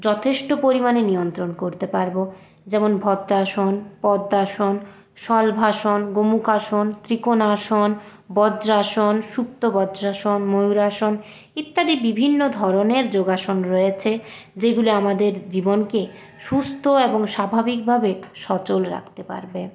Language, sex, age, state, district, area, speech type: Bengali, female, 18-30, West Bengal, Purulia, urban, spontaneous